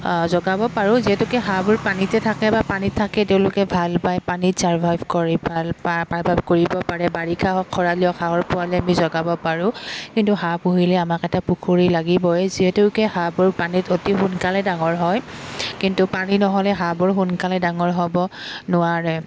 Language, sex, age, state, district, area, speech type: Assamese, female, 18-30, Assam, Udalguri, urban, spontaneous